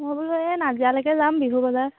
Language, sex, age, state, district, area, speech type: Assamese, female, 18-30, Assam, Sivasagar, rural, conversation